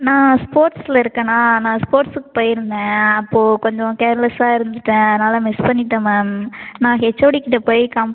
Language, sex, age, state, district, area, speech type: Tamil, female, 18-30, Tamil Nadu, Cuddalore, rural, conversation